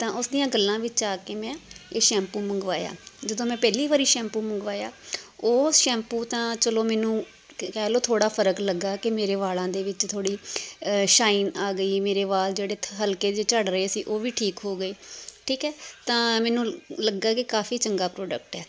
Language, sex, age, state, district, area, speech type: Punjabi, female, 45-60, Punjab, Tarn Taran, urban, spontaneous